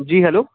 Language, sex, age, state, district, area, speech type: Urdu, male, 18-30, Uttar Pradesh, Shahjahanpur, urban, conversation